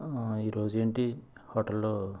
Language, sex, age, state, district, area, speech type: Telugu, male, 45-60, Andhra Pradesh, West Godavari, urban, spontaneous